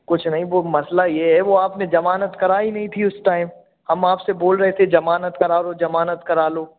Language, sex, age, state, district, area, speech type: Hindi, male, 18-30, Madhya Pradesh, Hoshangabad, urban, conversation